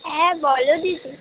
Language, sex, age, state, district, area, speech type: Bengali, female, 18-30, West Bengal, Alipurduar, rural, conversation